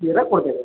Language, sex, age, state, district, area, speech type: Odia, male, 45-60, Odisha, Sambalpur, rural, conversation